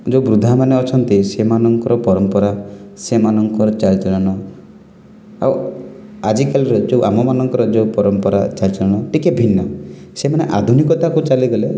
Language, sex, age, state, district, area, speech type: Odia, male, 30-45, Odisha, Kalahandi, rural, spontaneous